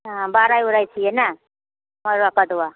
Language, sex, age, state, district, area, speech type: Maithili, female, 45-60, Bihar, Begusarai, rural, conversation